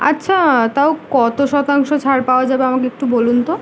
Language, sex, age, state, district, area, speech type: Bengali, female, 18-30, West Bengal, Kolkata, urban, spontaneous